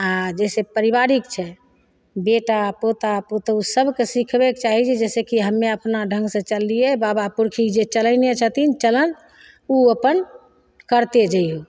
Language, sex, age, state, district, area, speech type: Maithili, female, 60+, Bihar, Begusarai, rural, spontaneous